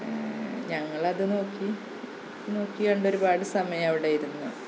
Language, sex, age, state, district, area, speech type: Malayalam, female, 30-45, Kerala, Malappuram, rural, spontaneous